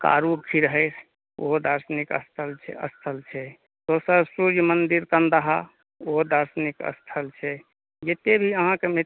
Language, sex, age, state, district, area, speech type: Maithili, male, 60+, Bihar, Saharsa, urban, conversation